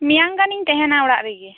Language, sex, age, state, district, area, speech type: Santali, female, 18-30, West Bengal, Birbhum, rural, conversation